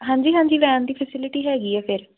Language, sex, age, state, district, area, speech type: Punjabi, female, 18-30, Punjab, Tarn Taran, rural, conversation